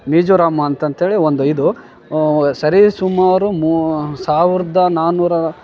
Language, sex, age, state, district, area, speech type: Kannada, male, 18-30, Karnataka, Bellary, rural, spontaneous